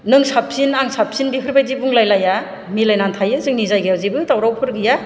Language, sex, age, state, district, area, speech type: Bodo, female, 45-60, Assam, Chirang, rural, spontaneous